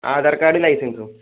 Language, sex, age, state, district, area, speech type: Malayalam, male, 18-30, Kerala, Kozhikode, rural, conversation